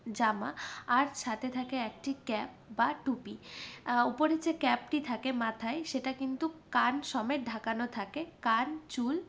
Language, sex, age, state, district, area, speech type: Bengali, female, 45-60, West Bengal, Purulia, urban, spontaneous